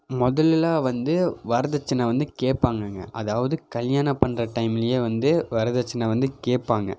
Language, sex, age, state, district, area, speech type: Tamil, male, 18-30, Tamil Nadu, Coimbatore, urban, spontaneous